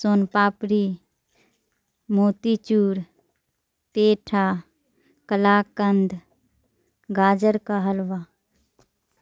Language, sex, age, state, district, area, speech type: Urdu, female, 45-60, Bihar, Darbhanga, rural, spontaneous